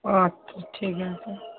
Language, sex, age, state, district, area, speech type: Bengali, female, 30-45, West Bengal, Darjeeling, urban, conversation